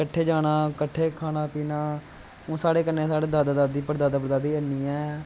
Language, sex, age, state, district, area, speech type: Dogri, male, 18-30, Jammu and Kashmir, Kathua, rural, spontaneous